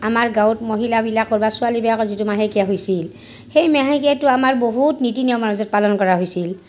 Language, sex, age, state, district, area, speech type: Assamese, female, 45-60, Assam, Barpeta, rural, spontaneous